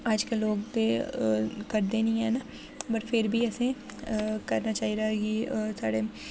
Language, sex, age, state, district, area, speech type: Dogri, female, 18-30, Jammu and Kashmir, Jammu, rural, spontaneous